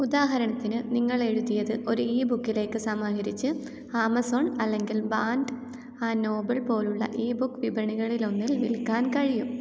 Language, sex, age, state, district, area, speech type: Malayalam, female, 18-30, Kerala, Kottayam, rural, read